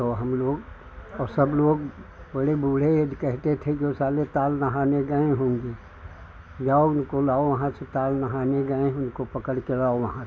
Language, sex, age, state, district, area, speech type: Hindi, male, 60+, Uttar Pradesh, Hardoi, rural, spontaneous